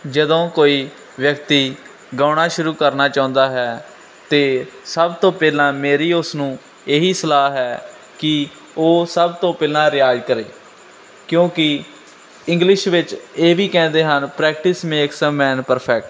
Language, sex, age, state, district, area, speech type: Punjabi, male, 18-30, Punjab, Firozpur, urban, spontaneous